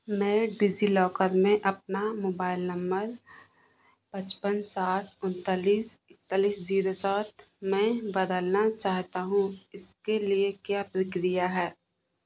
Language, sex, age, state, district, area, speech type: Hindi, female, 18-30, Madhya Pradesh, Narsinghpur, rural, read